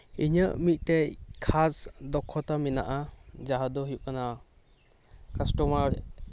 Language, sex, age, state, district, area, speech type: Santali, male, 18-30, West Bengal, Birbhum, rural, spontaneous